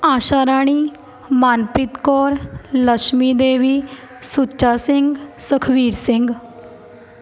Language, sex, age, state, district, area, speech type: Punjabi, female, 18-30, Punjab, Shaheed Bhagat Singh Nagar, urban, spontaneous